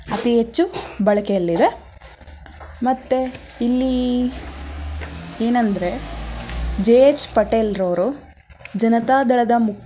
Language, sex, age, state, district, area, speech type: Kannada, female, 18-30, Karnataka, Davanagere, urban, spontaneous